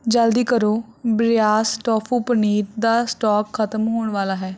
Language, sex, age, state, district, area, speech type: Punjabi, female, 18-30, Punjab, Barnala, urban, read